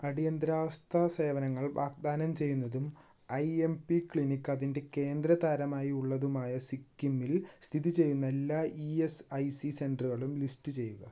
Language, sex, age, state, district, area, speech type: Malayalam, male, 18-30, Kerala, Thrissur, urban, read